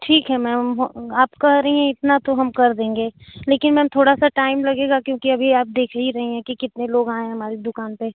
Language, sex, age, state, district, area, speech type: Hindi, female, 18-30, Uttar Pradesh, Azamgarh, rural, conversation